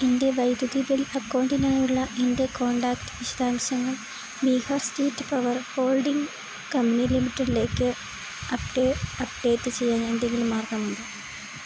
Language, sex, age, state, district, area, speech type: Malayalam, female, 18-30, Kerala, Idukki, rural, read